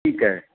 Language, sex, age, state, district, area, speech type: Sindhi, male, 45-60, Uttar Pradesh, Lucknow, rural, conversation